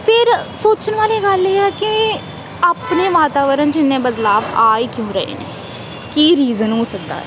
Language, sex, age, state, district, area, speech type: Punjabi, female, 18-30, Punjab, Tarn Taran, urban, spontaneous